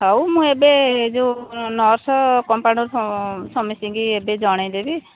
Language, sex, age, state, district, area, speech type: Odia, female, 60+, Odisha, Jharsuguda, rural, conversation